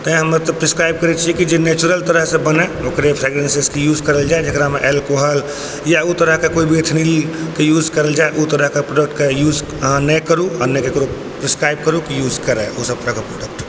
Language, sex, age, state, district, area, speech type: Maithili, male, 30-45, Bihar, Purnia, rural, spontaneous